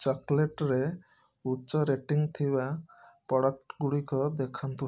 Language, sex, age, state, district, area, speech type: Odia, male, 30-45, Odisha, Puri, urban, read